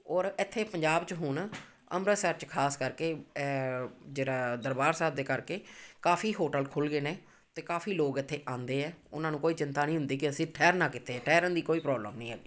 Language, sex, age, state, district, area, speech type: Punjabi, female, 45-60, Punjab, Amritsar, urban, spontaneous